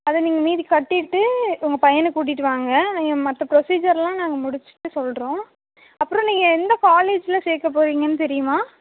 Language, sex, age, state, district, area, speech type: Tamil, female, 18-30, Tamil Nadu, Karur, rural, conversation